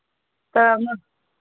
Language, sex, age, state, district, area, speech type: Hindi, female, 30-45, Uttar Pradesh, Chandauli, rural, conversation